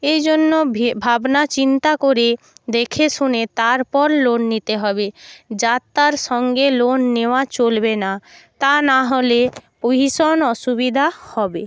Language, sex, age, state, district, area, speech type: Bengali, female, 30-45, West Bengal, Purba Medinipur, rural, spontaneous